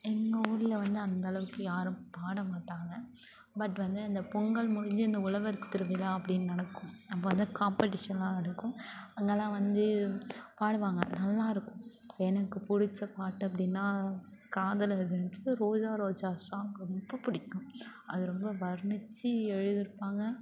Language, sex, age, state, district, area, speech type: Tamil, female, 18-30, Tamil Nadu, Thanjavur, rural, spontaneous